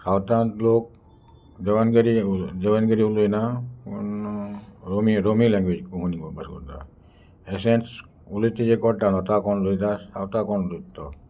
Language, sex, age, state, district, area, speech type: Goan Konkani, male, 60+, Goa, Salcete, rural, spontaneous